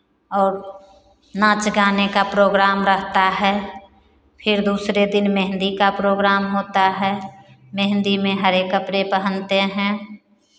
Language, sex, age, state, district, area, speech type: Hindi, female, 45-60, Bihar, Begusarai, rural, spontaneous